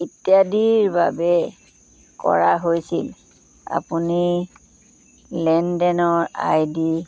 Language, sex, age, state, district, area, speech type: Assamese, female, 60+, Assam, Dhemaji, rural, read